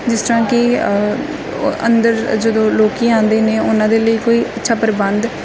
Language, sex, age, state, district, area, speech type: Punjabi, female, 18-30, Punjab, Gurdaspur, rural, spontaneous